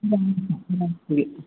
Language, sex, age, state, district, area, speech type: Malayalam, female, 45-60, Kerala, Idukki, rural, conversation